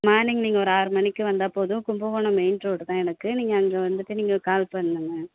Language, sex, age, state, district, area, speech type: Tamil, female, 30-45, Tamil Nadu, Thanjavur, urban, conversation